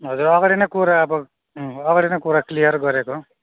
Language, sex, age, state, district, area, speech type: Nepali, male, 18-30, West Bengal, Darjeeling, rural, conversation